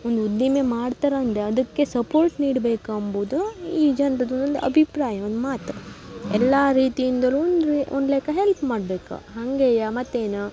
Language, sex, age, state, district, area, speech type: Kannada, female, 18-30, Karnataka, Uttara Kannada, rural, spontaneous